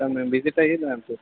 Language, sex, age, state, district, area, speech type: Telugu, male, 30-45, Andhra Pradesh, N T Rama Rao, urban, conversation